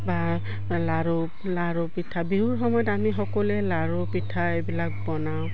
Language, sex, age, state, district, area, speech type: Assamese, female, 60+, Assam, Udalguri, rural, spontaneous